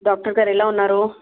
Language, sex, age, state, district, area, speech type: Telugu, female, 30-45, Andhra Pradesh, Krishna, urban, conversation